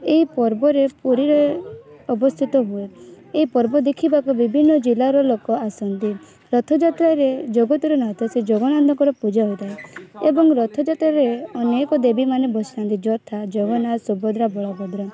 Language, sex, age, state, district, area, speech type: Odia, female, 18-30, Odisha, Rayagada, rural, spontaneous